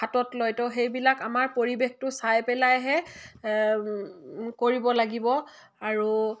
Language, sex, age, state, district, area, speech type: Assamese, female, 18-30, Assam, Dibrugarh, rural, spontaneous